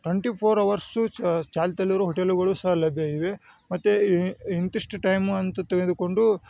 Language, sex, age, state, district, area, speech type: Kannada, male, 18-30, Karnataka, Chikkamagaluru, rural, spontaneous